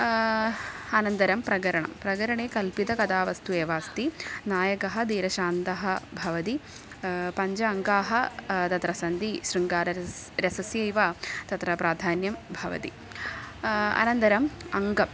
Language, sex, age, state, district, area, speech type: Sanskrit, female, 18-30, Kerala, Thrissur, urban, spontaneous